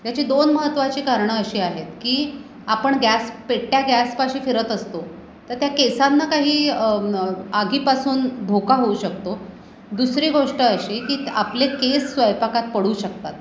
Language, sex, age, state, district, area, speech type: Marathi, female, 45-60, Maharashtra, Pune, urban, spontaneous